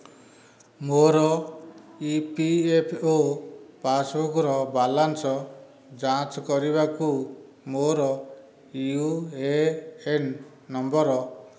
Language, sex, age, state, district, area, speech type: Odia, male, 60+, Odisha, Dhenkanal, rural, read